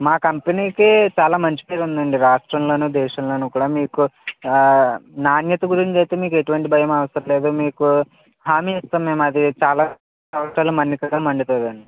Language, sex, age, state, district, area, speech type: Telugu, male, 18-30, Andhra Pradesh, West Godavari, rural, conversation